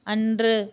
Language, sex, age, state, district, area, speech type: Tamil, female, 30-45, Tamil Nadu, Erode, rural, read